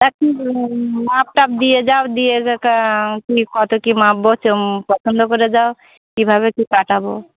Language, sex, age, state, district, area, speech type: Bengali, female, 30-45, West Bengal, Darjeeling, urban, conversation